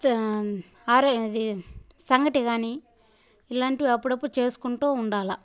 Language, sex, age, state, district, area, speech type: Telugu, female, 18-30, Andhra Pradesh, Sri Balaji, rural, spontaneous